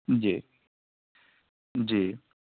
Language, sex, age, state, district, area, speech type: Urdu, male, 18-30, Uttar Pradesh, Ghaziabad, urban, conversation